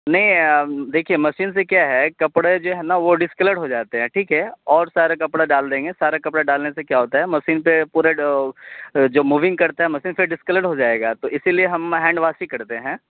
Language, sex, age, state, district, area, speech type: Urdu, male, 30-45, Bihar, Khagaria, rural, conversation